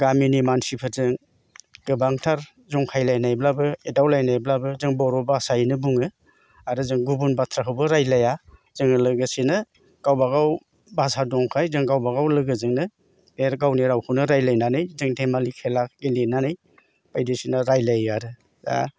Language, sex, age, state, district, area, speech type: Bodo, male, 60+, Assam, Chirang, rural, spontaneous